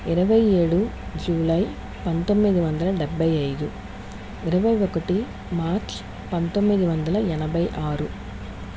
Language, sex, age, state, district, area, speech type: Telugu, female, 30-45, Andhra Pradesh, Chittoor, rural, spontaneous